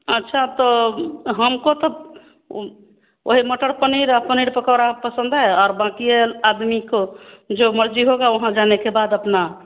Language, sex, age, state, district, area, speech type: Hindi, female, 45-60, Bihar, Samastipur, rural, conversation